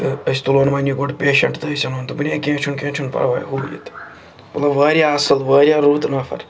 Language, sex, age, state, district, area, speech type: Kashmiri, male, 45-60, Jammu and Kashmir, Srinagar, urban, spontaneous